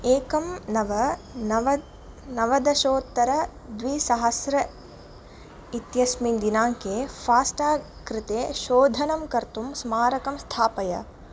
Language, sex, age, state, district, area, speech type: Sanskrit, female, 18-30, Tamil Nadu, Madurai, urban, read